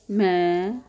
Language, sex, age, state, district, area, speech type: Punjabi, female, 60+, Punjab, Fazilka, rural, read